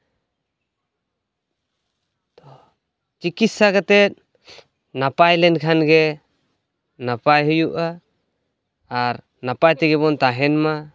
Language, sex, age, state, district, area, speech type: Santali, male, 18-30, West Bengal, Purulia, rural, spontaneous